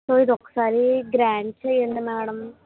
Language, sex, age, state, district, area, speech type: Telugu, female, 60+, Andhra Pradesh, Kakinada, rural, conversation